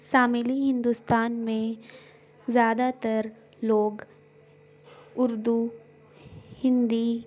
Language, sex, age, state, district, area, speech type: Urdu, female, 18-30, Bihar, Gaya, urban, spontaneous